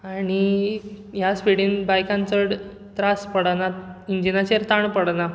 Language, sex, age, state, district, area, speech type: Goan Konkani, male, 18-30, Goa, Bardez, rural, spontaneous